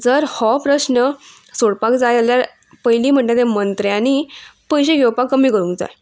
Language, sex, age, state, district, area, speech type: Goan Konkani, female, 18-30, Goa, Murmgao, urban, spontaneous